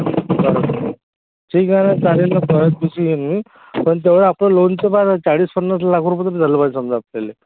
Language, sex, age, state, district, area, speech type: Marathi, male, 30-45, Maharashtra, Akola, rural, conversation